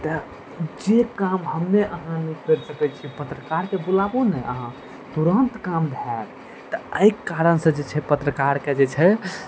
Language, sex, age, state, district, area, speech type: Maithili, male, 18-30, Bihar, Araria, urban, spontaneous